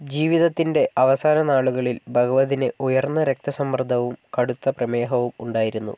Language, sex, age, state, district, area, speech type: Malayalam, male, 45-60, Kerala, Wayanad, rural, read